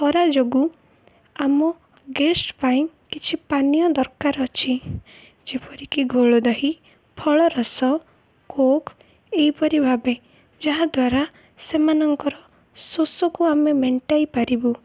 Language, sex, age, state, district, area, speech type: Odia, female, 18-30, Odisha, Ganjam, urban, spontaneous